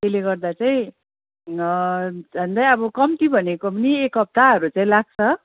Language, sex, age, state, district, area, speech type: Nepali, female, 45-60, West Bengal, Jalpaiguri, urban, conversation